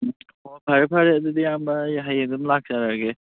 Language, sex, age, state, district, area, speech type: Manipuri, male, 18-30, Manipur, Kangpokpi, urban, conversation